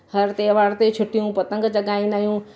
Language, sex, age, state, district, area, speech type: Sindhi, female, 30-45, Gujarat, Surat, urban, spontaneous